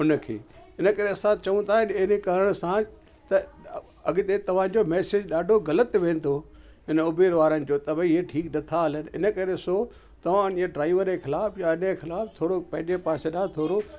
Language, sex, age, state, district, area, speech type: Sindhi, male, 60+, Delhi, South Delhi, urban, spontaneous